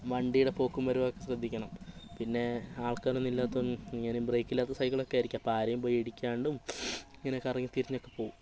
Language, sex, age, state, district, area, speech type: Malayalam, female, 18-30, Kerala, Wayanad, rural, spontaneous